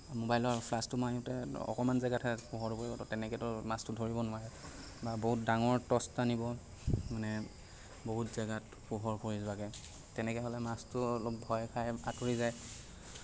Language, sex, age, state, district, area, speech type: Assamese, male, 45-60, Assam, Lakhimpur, rural, spontaneous